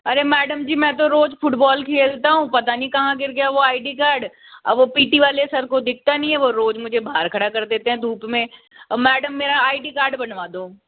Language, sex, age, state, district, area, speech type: Hindi, female, 60+, Rajasthan, Jaipur, urban, conversation